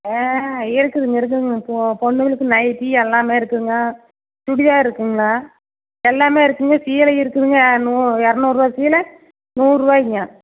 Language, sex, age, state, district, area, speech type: Tamil, female, 45-60, Tamil Nadu, Erode, rural, conversation